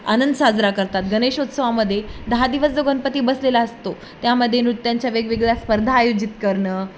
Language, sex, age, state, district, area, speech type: Marathi, female, 18-30, Maharashtra, Jalna, urban, spontaneous